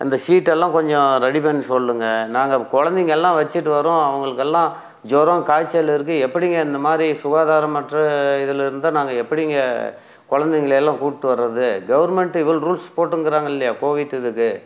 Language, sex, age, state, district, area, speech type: Tamil, male, 60+, Tamil Nadu, Dharmapuri, rural, spontaneous